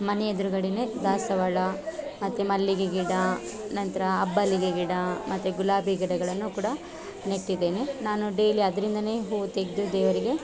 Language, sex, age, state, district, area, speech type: Kannada, female, 30-45, Karnataka, Dakshina Kannada, rural, spontaneous